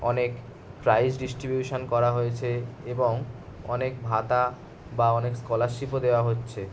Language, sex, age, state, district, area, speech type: Bengali, male, 18-30, West Bengal, Kolkata, urban, spontaneous